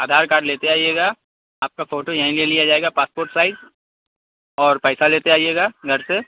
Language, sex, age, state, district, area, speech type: Urdu, male, 18-30, Bihar, Saharsa, rural, conversation